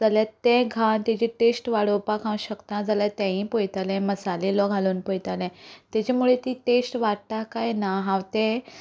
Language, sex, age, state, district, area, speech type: Goan Konkani, female, 18-30, Goa, Canacona, rural, spontaneous